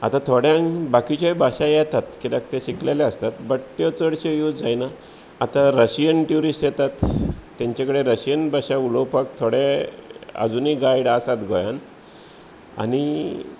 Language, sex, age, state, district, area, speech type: Goan Konkani, male, 45-60, Goa, Bardez, rural, spontaneous